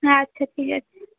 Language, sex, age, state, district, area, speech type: Bengali, female, 45-60, West Bengal, Uttar Dinajpur, urban, conversation